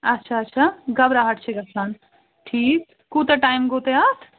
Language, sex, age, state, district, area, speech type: Kashmiri, female, 30-45, Jammu and Kashmir, Srinagar, urban, conversation